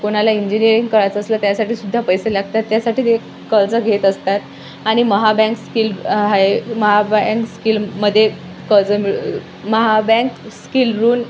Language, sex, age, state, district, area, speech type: Marathi, female, 18-30, Maharashtra, Amravati, rural, spontaneous